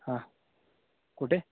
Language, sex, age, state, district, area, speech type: Marathi, male, 18-30, Maharashtra, Sangli, rural, conversation